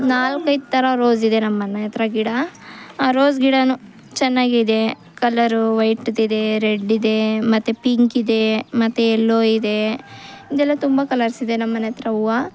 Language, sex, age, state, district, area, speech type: Kannada, female, 18-30, Karnataka, Kolar, rural, spontaneous